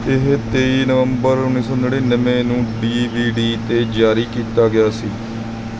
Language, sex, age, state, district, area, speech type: Punjabi, male, 30-45, Punjab, Mansa, urban, read